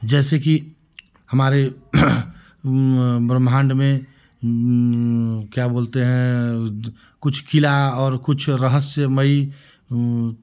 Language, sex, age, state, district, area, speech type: Hindi, male, 30-45, Uttar Pradesh, Chandauli, urban, spontaneous